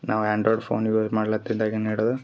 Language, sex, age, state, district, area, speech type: Kannada, male, 30-45, Karnataka, Gulbarga, rural, spontaneous